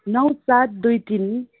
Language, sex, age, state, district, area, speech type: Nepali, female, 60+, West Bengal, Kalimpong, rural, conversation